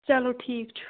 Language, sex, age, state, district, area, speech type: Kashmiri, female, 18-30, Jammu and Kashmir, Budgam, rural, conversation